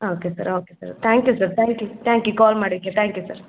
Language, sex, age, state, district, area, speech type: Kannada, female, 18-30, Karnataka, Chikkamagaluru, rural, conversation